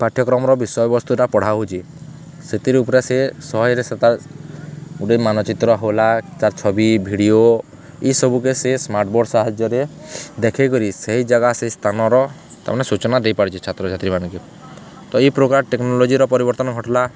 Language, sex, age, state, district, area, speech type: Odia, male, 18-30, Odisha, Balangir, urban, spontaneous